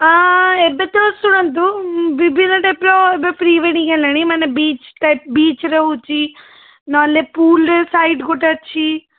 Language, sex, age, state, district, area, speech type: Odia, female, 30-45, Odisha, Puri, urban, conversation